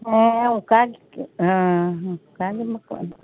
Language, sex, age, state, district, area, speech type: Santali, female, 45-60, West Bengal, Birbhum, rural, conversation